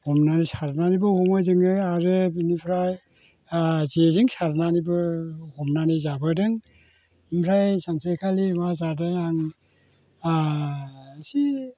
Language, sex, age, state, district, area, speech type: Bodo, male, 60+, Assam, Chirang, rural, spontaneous